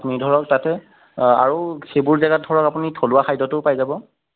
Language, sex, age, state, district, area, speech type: Assamese, male, 30-45, Assam, Sonitpur, urban, conversation